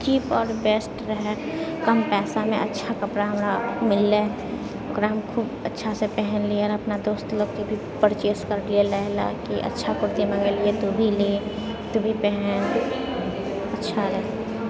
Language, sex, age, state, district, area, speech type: Maithili, female, 30-45, Bihar, Purnia, urban, spontaneous